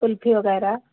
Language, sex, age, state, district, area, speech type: Hindi, female, 45-60, Uttar Pradesh, Hardoi, rural, conversation